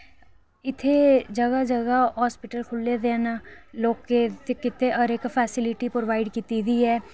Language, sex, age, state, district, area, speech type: Dogri, female, 18-30, Jammu and Kashmir, Reasi, urban, spontaneous